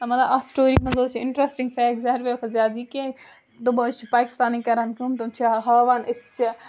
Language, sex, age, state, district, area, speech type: Kashmiri, female, 30-45, Jammu and Kashmir, Baramulla, urban, spontaneous